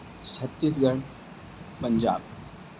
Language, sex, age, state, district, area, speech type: Urdu, male, 30-45, Uttar Pradesh, Azamgarh, rural, spontaneous